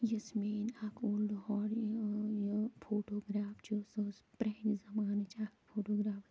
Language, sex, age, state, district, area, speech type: Kashmiri, female, 45-60, Jammu and Kashmir, Kulgam, rural, spontaneous